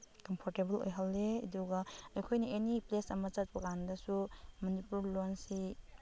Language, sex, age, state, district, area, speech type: Manipuri, female, 30-45, Manipur, Chandel, rural, spontaneous